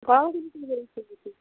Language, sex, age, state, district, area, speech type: Assamese, female, 30-45, Assam, Nagaon, rural, conversation